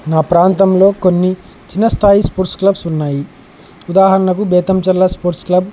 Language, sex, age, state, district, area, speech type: Telugu, male, 18-30, Andhra Pradesh, Nandyal, urban, spontaneous